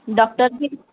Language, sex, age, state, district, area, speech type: Odia, female, 30-45, Odisha, Sambalpur, rural, conversation